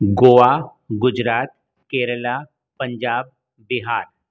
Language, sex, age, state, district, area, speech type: Sindhi, male, 60+, Maharashtra, Mumbai Suburban, urban, spontaneous